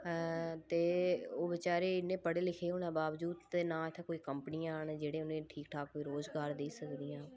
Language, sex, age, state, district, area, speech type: Dogri, female, 18-30, Jammu and Kashmir, Udhampur, rural, spontaneous